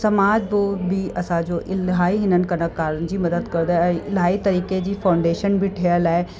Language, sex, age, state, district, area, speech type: Sindhi, female, 45-60, Uttar Pradesh, Lucknow, urban, spontaneous